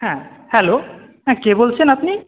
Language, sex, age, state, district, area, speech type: Bengali, male, 30-45, West Bengal, Paschim Bardhaman, urban, conversation